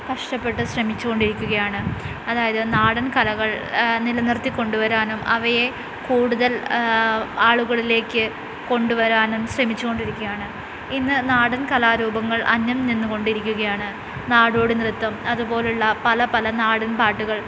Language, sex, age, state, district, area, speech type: Malayalam, female, 18-30, Kerala, Wayanad, rural, spontaneous